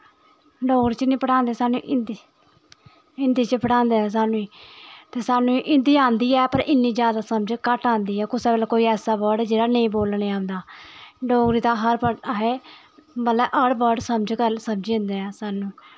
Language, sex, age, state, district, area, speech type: Dogri, female, 30-45, Jammu and Kashmir, Samba, urban, spontaneous